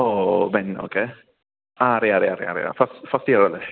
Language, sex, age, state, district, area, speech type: Malayalam, male, 18-30, Kerala, Idukki, rural, conversation